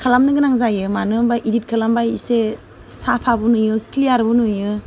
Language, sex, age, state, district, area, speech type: Bodo, female, 30-45, Assam, Goalpara, rural, spontaneous